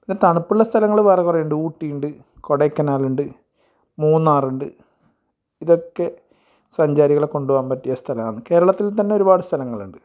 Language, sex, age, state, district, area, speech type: Malayalam, male, 45-60, Kerala, Kasaragod, rural, spontaneous